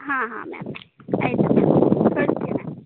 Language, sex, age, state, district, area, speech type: Kannada, female, 30-45, Karnataka, Uttara Kannada, rural, conversation